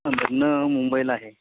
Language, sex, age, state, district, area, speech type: Marathi, male, 30-45, Maharashtra, Ratnagiri, rural, conversation